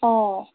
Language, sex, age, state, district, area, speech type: Assamese, female, 30-45, Assam, Golaghat, urban, conversation